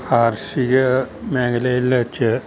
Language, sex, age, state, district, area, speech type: Malayalam, male, 60+, Kerala, Idukki, rural, spontaneous